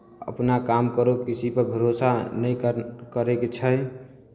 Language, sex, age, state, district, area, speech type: Maithili, male, 18-30, Bihar, Samastipur, rural, spontaneous